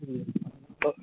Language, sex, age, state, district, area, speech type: Urdu, male, 18-30, Uttar Pradesh, Saharanpur, urban, conversation